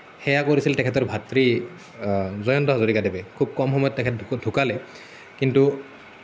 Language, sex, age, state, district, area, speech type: Assamese, male, 18-30, Assam, Nalbari, rural, spontaneous